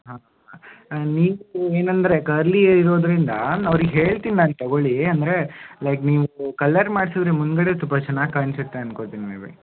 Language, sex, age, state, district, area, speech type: Kannada, male, 18-30, Karnataka, Shimoga, urban, conversation